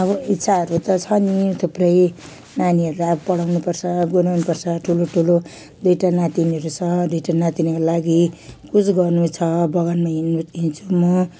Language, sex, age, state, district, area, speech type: Nepali, female, 45-60, West Bengal, Jalpaiguri, rural, spontaneous